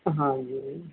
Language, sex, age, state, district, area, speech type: Punjabi, male, 45-60, Punjab, Mansa, rural, conversation